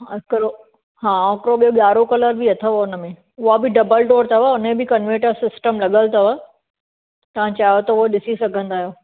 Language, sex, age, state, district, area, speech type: Sindhi, female, 30-45, Maharashtra, Thane, urban, conversation